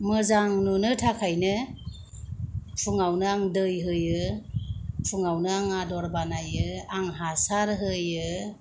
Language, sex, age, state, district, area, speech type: Bodo, female, 30-45, Assam, Kokrajhar, rural, spontaneous